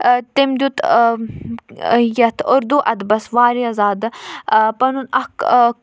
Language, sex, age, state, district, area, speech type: Kashmiri, female, 18-30, Jammu and Kashmir, Kulgam, urban, spontaneous